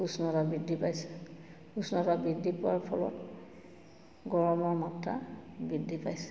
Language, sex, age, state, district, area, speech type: Assamese, female, 45-60, Assam, Majuli, urban, spontaneous